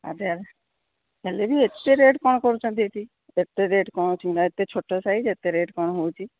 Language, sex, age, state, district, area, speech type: Odia, female, 60+, Odisha, Gajapati, rural, conversation